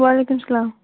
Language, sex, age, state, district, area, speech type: Kashmiri, female, 18-30, Jammu and Kashmir, Baramulla, rural, conversation